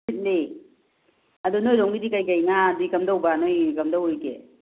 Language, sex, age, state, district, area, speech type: Manipuri, female, 45-60, Manipur, Tengnoupal, rural, conversation